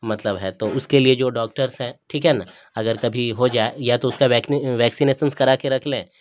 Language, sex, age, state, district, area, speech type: Urdu, male, 60+, Bihar, Darbhanga, rural, spontaneous